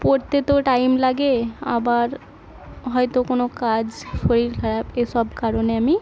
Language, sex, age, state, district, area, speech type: Bengali, female, 18-30, West Bengal, Murshidabad, rural, spontaneous